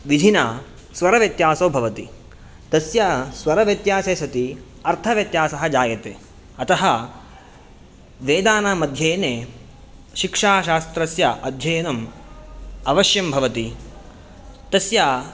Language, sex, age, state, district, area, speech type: Sanskrit, male, 18-30, Karnataka, Udupi, rural, spontaneous